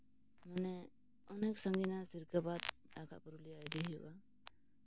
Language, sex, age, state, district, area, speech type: Santali, female, 18-30, West Bengal, Purulia, rural, spontaneous